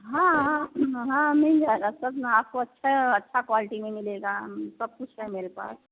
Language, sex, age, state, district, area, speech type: Hindi, female, 60+, Uttar Pradesh, Azamgarh, urban, conversation